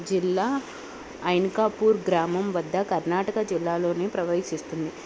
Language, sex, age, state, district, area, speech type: Telugu, female, 18-30, Telangana, Hyderabad, urban, spontaneous